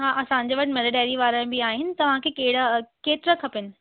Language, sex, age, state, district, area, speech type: Sindhi, female, 18-30, Delhi, South Delhi, urban, conversation